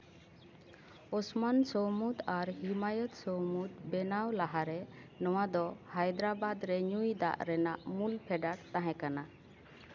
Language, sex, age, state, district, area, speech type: Santali, female, 45-60, West Bengal, Paschim Bardhaman, urban, read